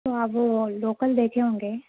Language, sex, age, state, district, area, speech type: Urdu, female, 30-45, Telangana, Hyderabad, urban, conversation